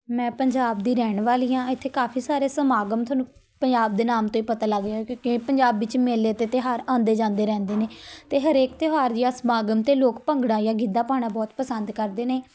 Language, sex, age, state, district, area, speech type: Punjabi, female, 18-30, Punjab, Patiala, urban, spontaneous